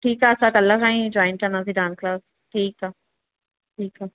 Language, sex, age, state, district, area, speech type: Sindhi, female, 30-45, Madhya Pradesh, Katni, urban, conversation